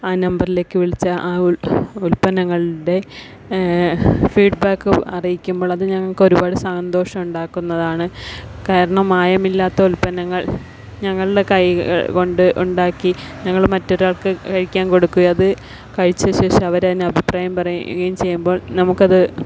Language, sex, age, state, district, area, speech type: Malayalam, female, 30-45, Kerala, Kasaragod, rural, spontaneous